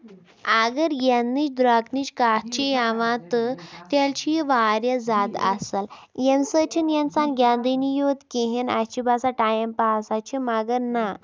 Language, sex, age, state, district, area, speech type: Kashmiri, female, 18-30, Jammu and Kashmir, Baramulla, rural, spontaneous